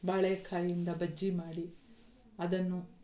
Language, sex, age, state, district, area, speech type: Kannada, female, 45-60, Karnataka, Mandya, rural, spontaneous